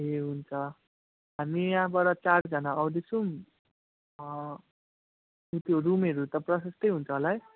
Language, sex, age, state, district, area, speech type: Nepali, male, 18-30, West Bengal, Jalpaiguri, rural, conversation